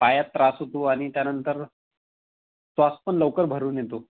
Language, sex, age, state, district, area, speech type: Marathi, male, 18-30, Maharashtra, Amravati, urban, conversation